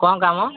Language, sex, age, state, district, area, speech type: Odia, male, 45-60, Odisha, Sambalpur, rural, conversation